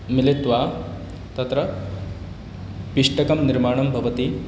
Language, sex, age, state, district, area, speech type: Sanskrit, male, 18-30, Madhya Pradesh, Ujjain, urban, spontaneous